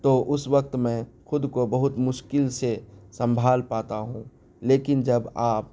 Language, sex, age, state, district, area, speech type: Urdu, male, 18-30, Bihar, Araria, rural, spontaneous